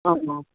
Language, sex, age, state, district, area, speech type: Manipuri, female, 45-60, Manipur, Senapati, rural, conversation